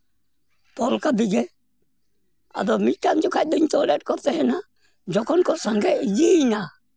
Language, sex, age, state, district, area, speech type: Santali, male, 60+, West Bengal, Purulia, rural, spontaneous